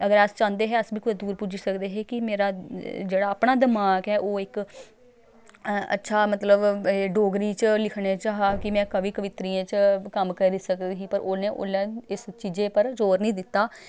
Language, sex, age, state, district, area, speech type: Dogri, female, 30-45, Jammu and Kashmir, Samba, rural, spontaneous